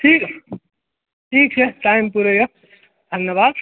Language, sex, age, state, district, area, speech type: Maithili, male, 45-60, Bihar, Purnia, rural, conversation